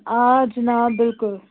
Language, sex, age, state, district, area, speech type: Kashmiri, male, 18-30, Jammu and Kashmir, Budgam, rural, conversation